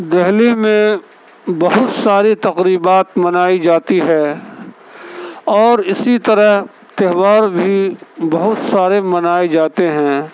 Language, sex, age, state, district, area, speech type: Urdu, male, 18-30, Delhi, Central Delhi, urban, spontaneous